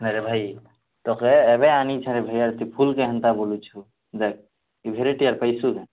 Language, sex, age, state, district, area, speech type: Odia, male, 18-30, Odisha, Kalahandi, rural, conversation